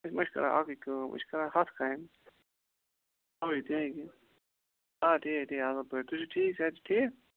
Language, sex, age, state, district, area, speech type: Kashmiri, male, 45-60, Jammu and Kashmir, Bandipora, rural, conversation